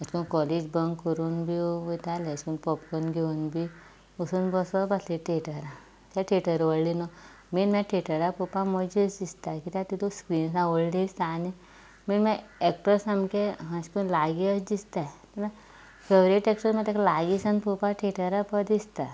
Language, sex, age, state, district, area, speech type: Goan Konkani, female, 18-30, Goa, Canacona, rural, spontaneous